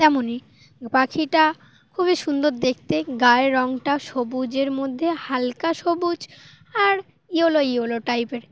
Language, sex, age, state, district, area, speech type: Bengali, female, 18-30, West Bengal, Dakshin Dinajpur, urban, spontaneous